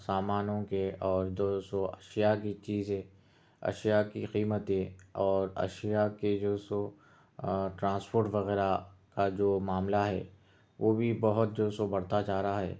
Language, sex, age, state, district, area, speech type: Urdu, male, 30-45, Telangana, Hyderabad, urban, spontaneous